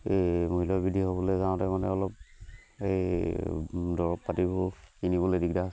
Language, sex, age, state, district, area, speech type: Assamese, male, 45-60, Assam, Charaideo, rural, spontaneous